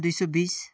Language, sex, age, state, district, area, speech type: Nepali, male, 45-60, West Bengal, Darjeeling, rural, spontaneous